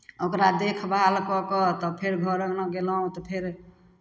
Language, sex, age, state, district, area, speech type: Maithili, female, 60+, Bihar, Samastipur, rural, spontaneous